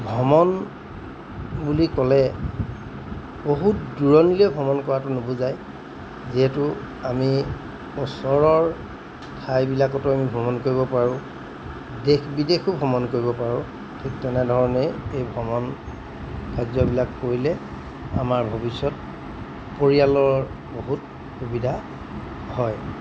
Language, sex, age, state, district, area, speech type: Assamese, male, 45-60, Assam, Golaghat, urban, spontaneous